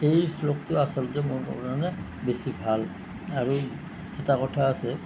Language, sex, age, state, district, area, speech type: Assamese, male, 60+, Assam, Nalbari, rural, spontaneous